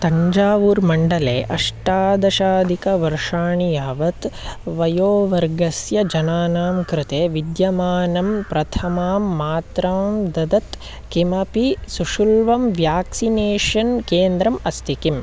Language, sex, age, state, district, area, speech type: Sanskrit, male, 18-30, Karnataka, Chikkamagaluru, rural, read